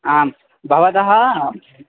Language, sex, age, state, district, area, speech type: Sanskrit, male, 18-30, Assam, Tinsukia, rural, conversation